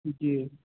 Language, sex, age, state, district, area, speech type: Urdu, male, 18-30, Uttar Pradesh, Saharanpur, urban, conversation